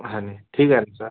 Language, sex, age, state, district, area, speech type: Marathi, male, 18-30, Maharashtra, Wardha, urban, conversation